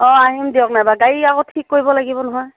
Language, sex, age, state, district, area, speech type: Assamese, female, 30-45, Assam, Morigaon, rural, conversation